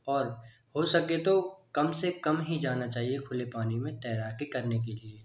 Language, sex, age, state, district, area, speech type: Hindi, male, 18-30, Madhya Pradesh, Bhopal, urban, spontaneous